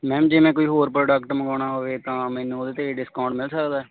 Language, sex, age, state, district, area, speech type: Punjabi, male, 18-30, Punjab, Barnala, rural, conversation